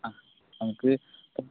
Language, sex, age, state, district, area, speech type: Malayalam, male, 30-45, Kerala, Palakkad, urban, conversation